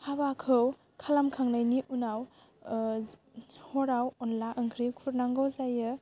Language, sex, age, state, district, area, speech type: Bodo, female, 18-30, Assam, Baksa, rural, spontaneous